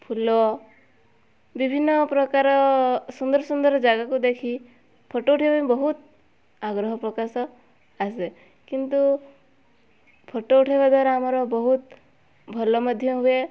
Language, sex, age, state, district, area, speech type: Odia, female, 18-30, Odisha, Mayurbhanj, rural, spontaneous